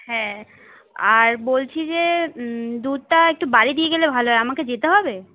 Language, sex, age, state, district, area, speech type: Bengali, female, 30-45, West Bengal, Jhargram, rural, conversation